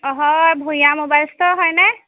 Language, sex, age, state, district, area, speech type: Assamese, female, 18-30, Assam, Majuli, urban, conversation